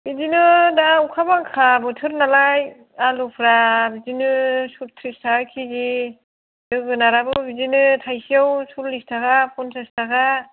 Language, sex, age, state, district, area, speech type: Bodo, female, 45-60, Assam, Kokrajhar, rural, conversation